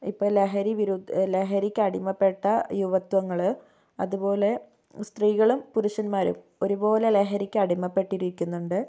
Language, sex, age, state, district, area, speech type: Malayalam, female, 18-30, Kerala, Kozhikode, urban, spontaneous